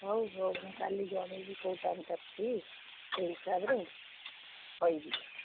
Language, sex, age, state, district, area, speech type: Odia, female, 60+, Odisha, Gajapati, rural, conversation